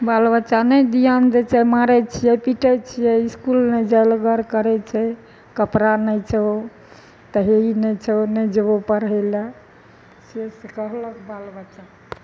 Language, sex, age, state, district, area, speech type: Maithili, female, 60+, Bihar, Madhepura, urban, spontaneous